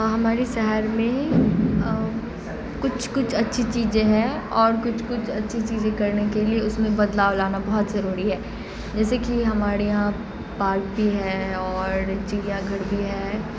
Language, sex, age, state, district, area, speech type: Urdu, female, 18-30, Bihar, Supaul, rural, spontaneous